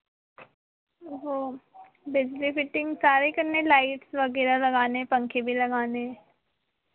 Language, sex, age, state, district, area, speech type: Hindi, female, 18-30, Madhya Pradesh, Harda, urban, conversation